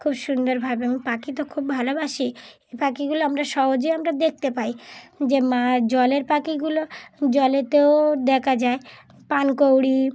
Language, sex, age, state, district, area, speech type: Bengali, female, 30-45, West Bengal, Dakshin Dinajpur, urban, spontaneous